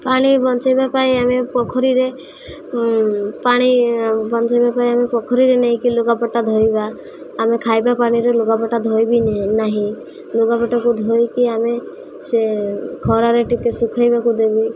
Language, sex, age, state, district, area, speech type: Odia, female, 18-30, Odisha, Malkangiri, urban, spontaneous